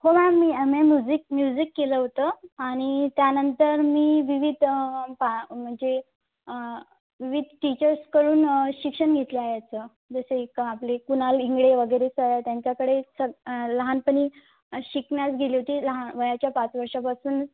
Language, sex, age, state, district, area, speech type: Marathi, female, 18-30, Maharashtra, Amravati, rural, conversation